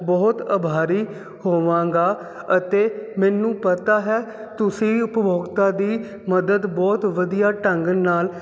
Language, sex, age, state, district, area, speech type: Punjabi, male, 30-45, Punjab, Jalandhar, urban, spontaneous